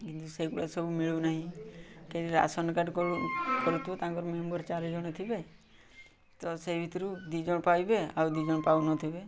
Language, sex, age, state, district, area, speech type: Odia, male, 18-30, Odisha, Mayurbhanj, rural, spontaneous